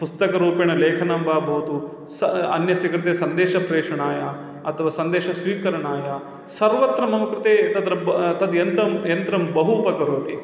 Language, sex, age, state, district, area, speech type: Sanskrit, male, 30-45, Kerala, Thrissur, urban, spontaneous